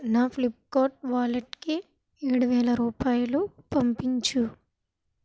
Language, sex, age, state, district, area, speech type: Telugu, female, 18-30, Andhra Pradesh, Kakinada, rural, read